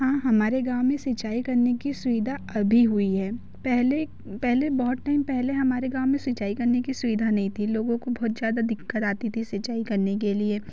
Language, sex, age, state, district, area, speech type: Hindi, female, 30-45, Madhya Pradesh, Betul, rural, spontaneous